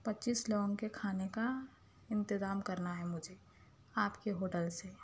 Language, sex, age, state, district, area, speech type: Urdu, female, 30-45, Telangana, Hyderabad, urban, spontaneous